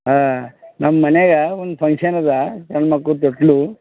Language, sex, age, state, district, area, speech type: Kannada, male, 60+, Karnataka, Bidar, urban, conversation